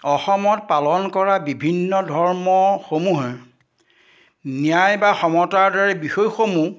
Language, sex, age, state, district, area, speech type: Assamese, male, 60+, Assam, Majuli, urban, spontaneous